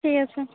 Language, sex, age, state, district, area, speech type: Bengali, female, 18-30, West Bengal, Cooch Behar, rural, conversation